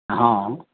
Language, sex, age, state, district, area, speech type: Maithili, male, 60+, Bihar, Madhepura, rural, conversation